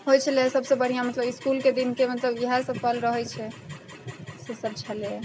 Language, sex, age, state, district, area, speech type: Maithili, female, 30-45, Bihar, Sitamarhi, rural, spontaneous